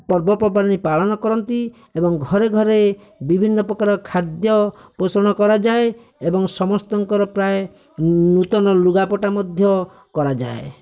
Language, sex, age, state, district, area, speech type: Odia, male, 30-45, Odisha, Bhadrak, rural, spontaneous